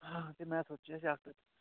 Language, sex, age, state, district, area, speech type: Dogri, male, 18-30, Jammu and Kashmir, Udhampur, urban, conversation